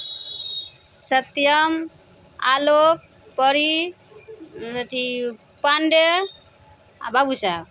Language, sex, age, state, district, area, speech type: Maithili, female, 45-60, Bihar, Araria, rural, spontaneous